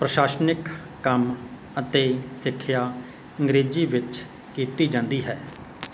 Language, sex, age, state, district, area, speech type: Punjabi, male, 30-45, Punjab, Faridkot, urban, read